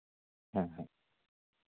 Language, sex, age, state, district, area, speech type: Santali, male, 30-45, West Bengal, Paschim Bardhaman, rural, conversation